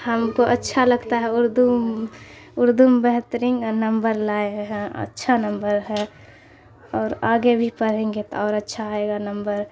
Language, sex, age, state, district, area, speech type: Urdu, female, 18-30, Bihar, Khagaria, rural, spontaneous